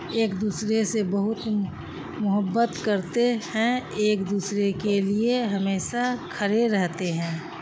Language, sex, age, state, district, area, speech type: Urdu, female, 60+, Bihar, Khagaria, rural, spontaneous